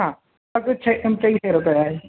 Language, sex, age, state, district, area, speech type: Sindhi, male, 18-30, Uttar Pradesh, Lucknow, urban, conversation